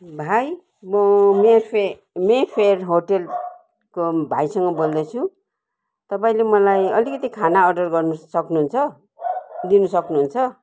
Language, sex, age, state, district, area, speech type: Nepali, female, 60+, West Bengal, Kalimpong, rural, spontaneous